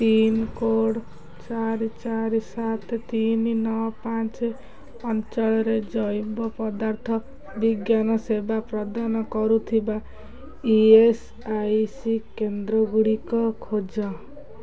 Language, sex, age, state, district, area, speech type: Odia, female, 18-30, Odisha, Kendrapara, urban, read